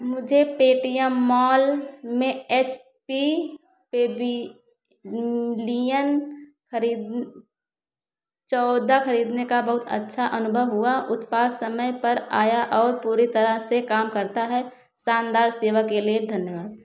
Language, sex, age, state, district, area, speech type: Hindi, female, 30-45, Uttar Pradesh, Ayodhya, rural, read